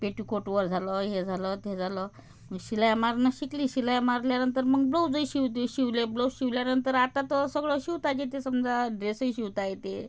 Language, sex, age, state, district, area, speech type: Marathi, female, 45-60, Maharashtra, Amravati, rural, spontaneous